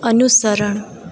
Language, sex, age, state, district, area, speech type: Gujarati, female, 18-30, Gujarat, Valsad, rural, read